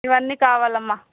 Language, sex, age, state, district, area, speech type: Telugu, female, 45-60, Andhra Pradesh, Sri Balaji, urban, conversation